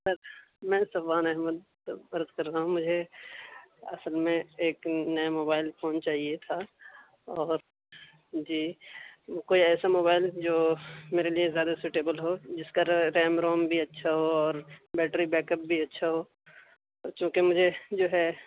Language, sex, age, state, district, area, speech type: Urdu, male, 18-30, Delhi, South Delhi, urban, conversation